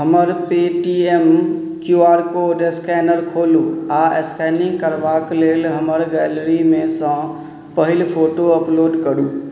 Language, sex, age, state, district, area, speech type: Maithili, male, 30-45, Bihar, Madhubani, rural, read